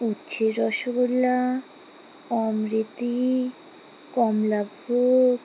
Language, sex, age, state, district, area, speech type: Bengali, female, 30-45, West Bengal, Alipurduar, rural, spontaneous